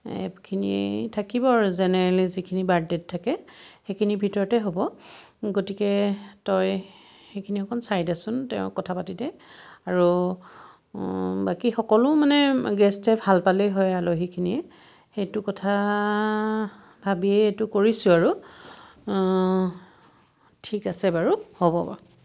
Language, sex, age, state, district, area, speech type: Assamese, female, 45-60, Assam, Biswanath, rural, spontaneous